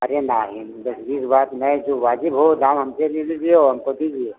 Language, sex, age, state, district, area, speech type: Hindi, male, 60+, Uttar Pradesh, Lucknow, urban, conversation